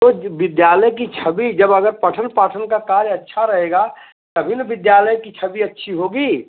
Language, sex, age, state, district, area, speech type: Hindi, male, 45-60, Uttar Pradesh, Azamgarh, rural, conversation